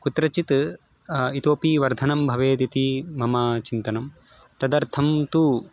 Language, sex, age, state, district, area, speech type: Sanskrit, male, 18-30, Gujarat, Surat, urban, spontaneous